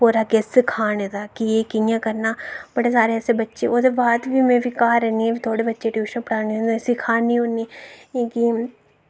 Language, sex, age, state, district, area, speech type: Dogri, female, 18-30, Jammu and Kashmir, Reasi, rural, spontaneous